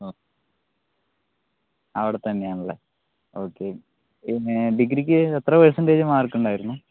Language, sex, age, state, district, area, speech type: Malayalam, male, 30-45, Kerala, Palakkad, urban, conversation